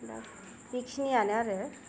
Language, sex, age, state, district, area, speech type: Bodo, female, 45-60, Assam, Kokrajhar, rural, spontaneous